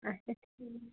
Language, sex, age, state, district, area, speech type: Kashmiri, female, 30-45, Jammu and Kashmir, Bandipora, rural, conversation